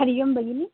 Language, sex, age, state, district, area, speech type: Sanskrit, female, 18-30, Karnataka, Bangalore Rural, rural, conversation